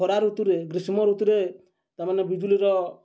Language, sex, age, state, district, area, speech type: Odia, male, 30-45, Odisha, Bargarh, urban, spontaneous